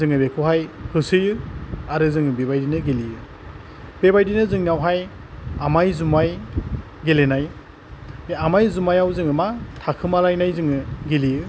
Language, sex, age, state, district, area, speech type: Bodo, male, 45-60, Assam, Kokrajhar, rural, spontaneous